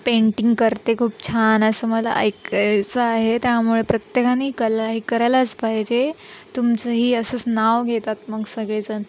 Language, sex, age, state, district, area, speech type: Marathi, female, 18-30, Maharashtra, Nanded, rural, spontaneous